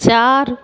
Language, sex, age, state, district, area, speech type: Sindhi, female, 45-60, Gujarat, Surat, urban, read